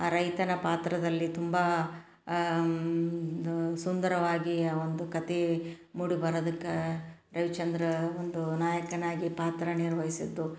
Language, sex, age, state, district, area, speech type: Kannada, female, 45-60, Karnataka, Koppal, rural, spontaneous